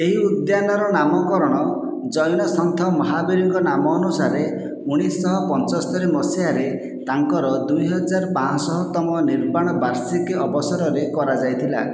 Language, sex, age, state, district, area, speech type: Odia, male, 45-60, Odisha, Khordha, rural, read